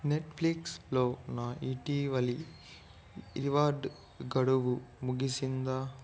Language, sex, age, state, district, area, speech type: Telugu, male, 60+, Andhra Pradesh, Chittoor, rural, read